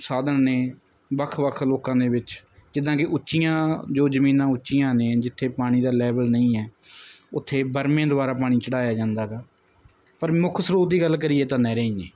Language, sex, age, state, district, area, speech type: Punjabi, male, 18-30, Punjab, Mansa, rural, spontaneous